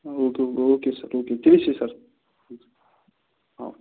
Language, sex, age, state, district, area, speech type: Kannada, male, 30-45, Karnataka, Belgaum, rural, conversation